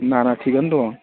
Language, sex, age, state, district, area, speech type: Bodo, male, 45-60, Assam, Udalguri, rural, conversation